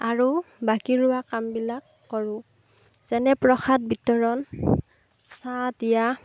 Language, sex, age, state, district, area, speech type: Assamese, female, 45-60, Assam, Darrang, rural, spontaneous